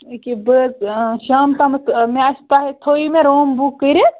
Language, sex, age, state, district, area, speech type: Kashmiri, female, 18-30, Jammu and Kashmir, Baramulla, rural, conversation